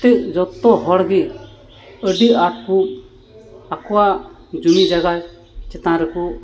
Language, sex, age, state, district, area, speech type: Santali, male, 30-45, West Bengal, Dakshin Dinajpur, rural, spontaneous